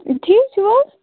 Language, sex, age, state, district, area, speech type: Kashmiri, other, 30-45, Jammu and Kashmir, Baramulla, urban, conversation